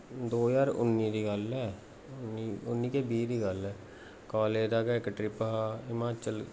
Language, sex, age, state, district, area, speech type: Dogri, male, 30-45, Jammu and Kashmir, Jammu, rural, spontaneous